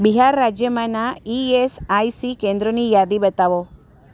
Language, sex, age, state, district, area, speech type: Gujarati, female, 60+, Gujarat, Surat, urban, read